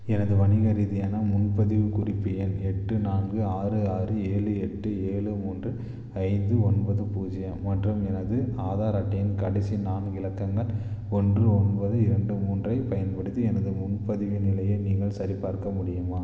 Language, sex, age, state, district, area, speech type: Tamil, male, 18-30, Tamil Nadu, Dharmapuri, rural, read